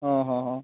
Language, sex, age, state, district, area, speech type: Odia, male, 45-60, Odisha, Nuapada, urban, conversation